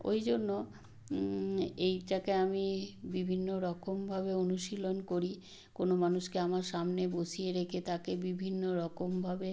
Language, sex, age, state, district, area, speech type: Bengali, female, 60+, West Bengal, South 24 Parganas, rural, spontaneous